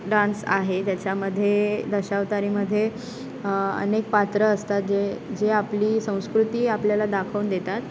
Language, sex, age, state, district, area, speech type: Marathi, female, 18-30, Maharashtra, Ratnagiri, rural, spontaneous